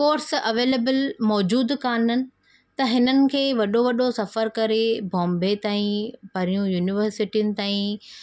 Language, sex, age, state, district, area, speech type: Sindhi, female, 30-45, Maharashtra, Thane, urban, spontaneous